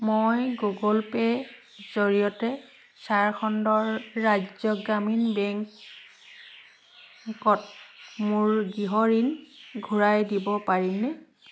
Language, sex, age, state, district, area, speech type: Assamese, female, 60+, Assam, Dhemaji, urban, read